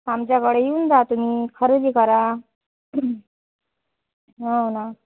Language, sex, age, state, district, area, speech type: Marathi, female, 30-45, Maharashtra, Washim, rural, conversation